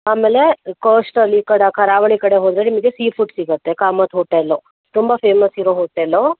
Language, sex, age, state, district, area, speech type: Kannada, female, 45-60, Karnataka, Tumkur, urban, conversation